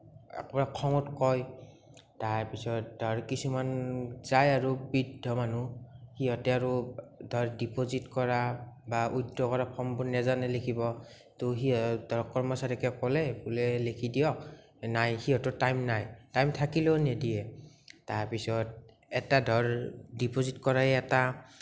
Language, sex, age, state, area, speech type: Assamese, male, 18-30, Assam, rural, spontaneous